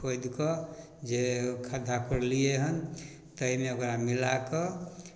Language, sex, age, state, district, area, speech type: Maithili, male, 60+, Bihar, Samastipur, rural, spontaneous